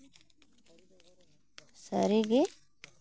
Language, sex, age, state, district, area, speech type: Santali, female, 30-45, West Bengal, Purulia, rural, spontaneous